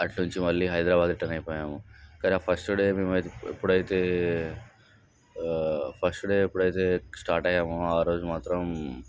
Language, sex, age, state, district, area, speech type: Telugu, male, 18-30, Telangana, Nalgonda, urban, spontaneous